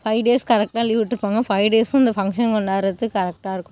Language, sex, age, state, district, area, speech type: Tamil, female, 18-30, Tamil Nadu, Mayiladuthurai, rural, spontaneous